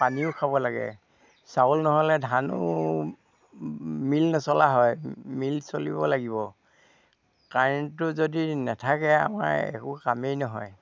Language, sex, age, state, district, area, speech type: Assamese, male, 60+, Assam, Dhemaji, rural, spontaneous